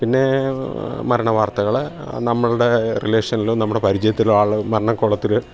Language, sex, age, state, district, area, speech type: Malayalam, male, 45-60, Kerala, Kottayam, rural, spontaneous